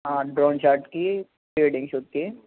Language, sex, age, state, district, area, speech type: Telugu, male, 18-30, Andhra Pradesh, Eluru, urban, conversation